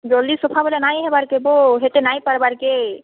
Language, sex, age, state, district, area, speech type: Odia, female, 45-60, Odisha, Boudh, rural, conversation